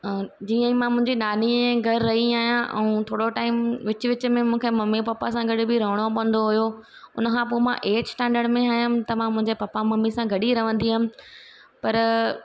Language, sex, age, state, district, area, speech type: Sindhi, female, 30-45, Gujarat, Surat, urban, spontaneous